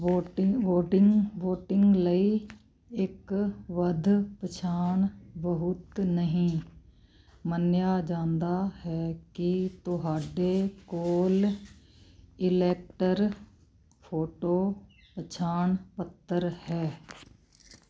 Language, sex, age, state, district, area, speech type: Punjabi, female, 45-60, Punjab, Muktsar, urban, read